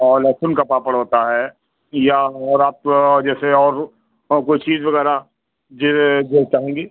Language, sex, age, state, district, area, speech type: Hindi, male, 60+, Uttar Pradesh, Lucknow, rural, conversation